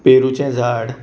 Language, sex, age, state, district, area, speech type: Goan Konkani, male, 45-60, Goa, Bardez, urban, spontaneous